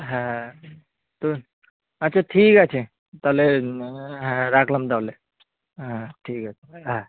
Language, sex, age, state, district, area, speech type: Bengali, male, 18-30, West Bengal, Kolkata, urban, conversation